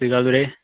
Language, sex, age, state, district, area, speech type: Punjabi, male, 30-45, Punjab, Faridkot, urban, conversation